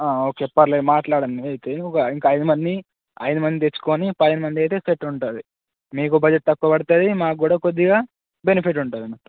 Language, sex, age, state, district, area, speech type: Telugu, male, 18-30, Telangana, Nagarkurnool, urban, conversation